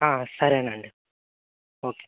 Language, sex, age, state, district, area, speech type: Telugu, male, 18-30, Andhra Pradesh, Eluru, rural, conversation